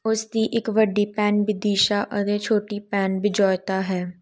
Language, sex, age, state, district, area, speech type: Punjabi, female, 18-30, Punjab, Gurdaspur, urban, read